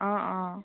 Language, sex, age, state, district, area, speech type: Assamese, female, 45-60, Assam, Dibrugarh, rural, conversation